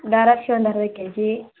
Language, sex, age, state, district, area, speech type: Kannada, female, 18-30, Karnataka, Vijayanagara, rural, conversation